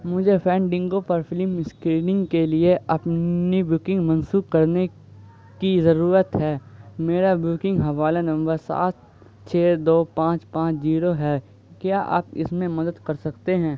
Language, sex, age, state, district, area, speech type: Urdu, male, 18-30, Bihar, Saharsa, rural, read